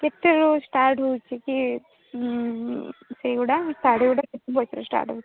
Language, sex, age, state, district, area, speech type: Odia, female, 18-30, Odisha, Ganjam, urban, conversation